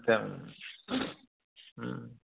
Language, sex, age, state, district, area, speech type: Sanskrit, male, 45-60, Karnataka, Uttara Kannada, rural, conversation